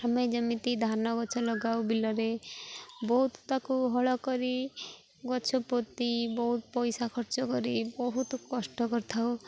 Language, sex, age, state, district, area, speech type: Odia, female, 18-30, Odisha, Jagatsinghpur, rural, spontaneous